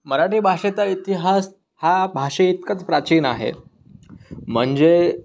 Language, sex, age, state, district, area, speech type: Marathi, male, 18-30, Maharashtra, Raigad, rural, spontaneous